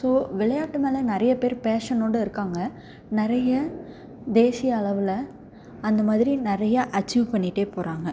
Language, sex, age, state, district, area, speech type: Tamil, female, 18-30, Tamil Nadu, Salem, rural, spontaneous